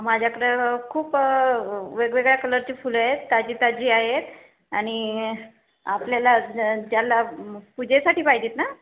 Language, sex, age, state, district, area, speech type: Marathi, female, 45-60, Maharashtra, Buldhana, rural, conversation